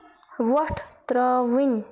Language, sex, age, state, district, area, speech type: Kashmiri, female, 30-45, Jammu and Kashmir, Baramulla, urban, read